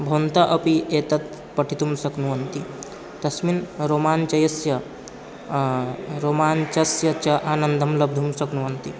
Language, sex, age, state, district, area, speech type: Sanskrit, male, 18-30, Bihar, East Champaran, rural, spontaneous